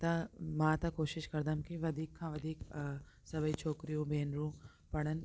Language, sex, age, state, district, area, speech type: Sindhi, female, 30-45, Delhi, South Delhi, urban, spontaneous